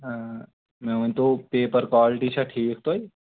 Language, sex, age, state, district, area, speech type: Kashmiri, male, 30-45, Jammu and Kashmir, Shopian, rural, conversation